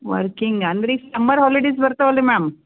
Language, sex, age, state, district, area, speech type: Kannada, female, 45-60, Karnataka, Gulbarga, urban, conversation